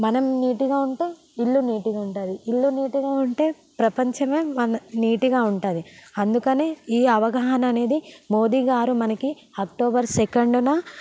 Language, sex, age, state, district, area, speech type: Telugu, female, 18-30, Telangana, Hyderabad, urban, spontaneous